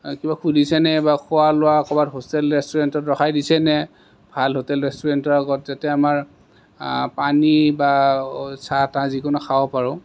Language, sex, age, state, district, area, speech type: Assamese, male, 30-45, Assam, Kamrup Metropolitan, urban, spontaneous